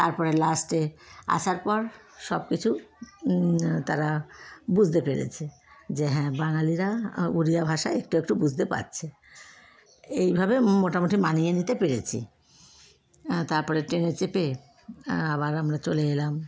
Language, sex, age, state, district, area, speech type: Bengali, female, 30-45, West Bengal, Howrah, urban, spontaneous